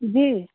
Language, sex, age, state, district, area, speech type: Hindi, female, 60+, Uttar Pradesh, Ghazipur, rural, conversation